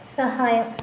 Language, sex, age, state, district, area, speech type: Malayalam, female, 18-30, Kerala, Kasaragod, rural, read